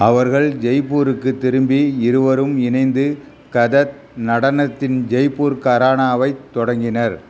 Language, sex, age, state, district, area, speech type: Tamil, male, 60+, Tamil Nadu, Ariyalur, rural, read